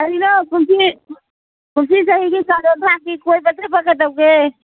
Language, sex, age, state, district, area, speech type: Manipuri, female, 60+, Manipur, Imphal East, rural, conversation